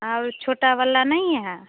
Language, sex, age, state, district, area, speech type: Hindi, female, 30-45, Bihar, Samastipur, rural, conversation